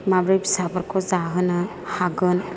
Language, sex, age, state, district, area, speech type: Bodo, female, 45-60, Assam, Chirang, rural, spontaneous